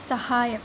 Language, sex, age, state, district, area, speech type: Malayalam, female, 18-30, Kerala, Wayanad, rural, read